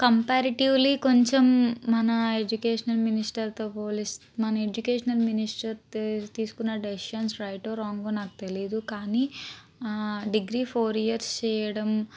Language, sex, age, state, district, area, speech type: Telugu, female, 18-30, Andhra Pradesh, Palnadu, urban, spontaneous